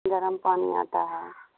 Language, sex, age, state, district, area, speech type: Urdu, female, 60+, Bihar, Khagaria, rural, conversation